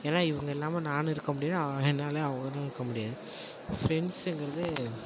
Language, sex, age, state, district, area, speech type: Tamil, male, 18-30, Tamil Nadu, Tiruvarur, urban, spontaneous